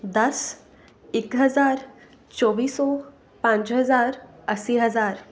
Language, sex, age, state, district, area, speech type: Punjabi, female, 18-30, Punjab, Pathankot, rural, spontaneous